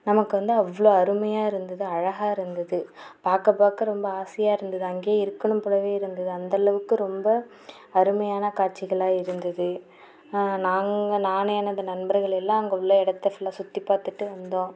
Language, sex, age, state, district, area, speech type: Tamil, female, 45-60, Tamil Nadu, Mayiladuthurai, rural, spontaneous